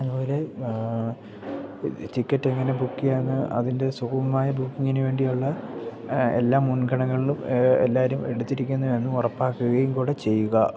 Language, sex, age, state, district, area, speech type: Malayalam, male, 18-30, Kerala, Idukki, rural, spontaneous